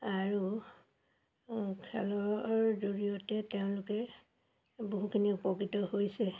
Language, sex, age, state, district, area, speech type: Assamese, female, 30-45, Assam, Golaghat, urban, spontaneous